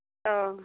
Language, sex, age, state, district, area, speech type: Bodo, female, 30-45, Assam, Baksa, rural, conversation